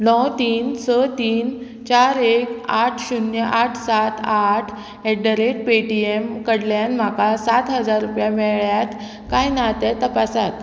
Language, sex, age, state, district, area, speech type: Goan Konkani, female, 30-45, Goa, Murmgao, rural, read